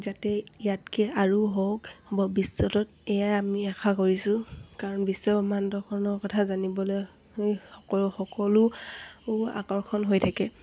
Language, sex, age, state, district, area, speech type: Assamese, female, 18-30, Assam, Dibrugarh, rural, spontaneous